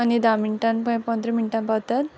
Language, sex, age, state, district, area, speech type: Goan Konkani, female, 18-30, Goa, Quepem, rural, spontaneous